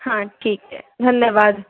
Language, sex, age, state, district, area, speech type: Hindi, female, 30-45, Rajasthan, Jaipur, urban, conversation